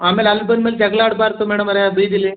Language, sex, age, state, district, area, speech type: Kannada, male, 30-45, Karnataka, Mandya, rural, conversation